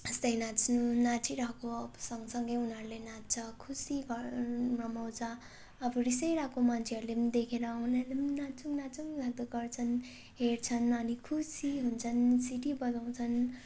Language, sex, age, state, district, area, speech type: Nepali, female, 18-30, West Bengal, Darjeeling, rural, spontaneous